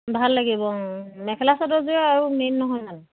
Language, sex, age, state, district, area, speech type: Assamese, female, 45-60, Assam, Sivasagar, urban, conversation